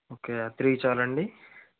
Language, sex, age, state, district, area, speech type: Telugu, male, 18-30, Andhra Pradesh, Srikakulam, rural, conversation